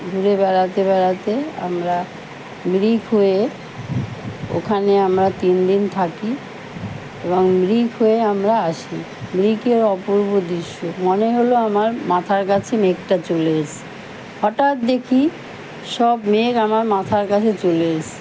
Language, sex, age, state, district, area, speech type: Bengali, female, 60+, West Bengal, Kolkata, urban, spontaneous